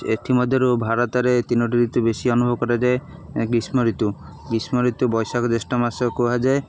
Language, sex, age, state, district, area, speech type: Odia, male, 18-30, Odisha, Jagatsinghpur, rural, spontaneous